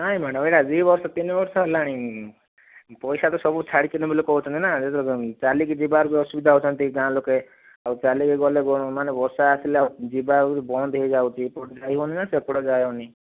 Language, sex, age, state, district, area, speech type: Odia, male, 60+, Odisha, Kandhamal, rural, conversation